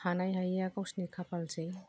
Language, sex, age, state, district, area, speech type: Bodo, female, 45-60, Assam, Kokrajhar, urban, spontaneous